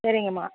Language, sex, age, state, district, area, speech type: Tamil, female, 60+, Tamil Nadu, Mayiladuthurai, urban, conversation